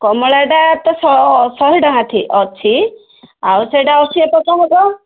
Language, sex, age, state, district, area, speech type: Odia, female, 30-45, Odisha, Ganjam, urban, conversation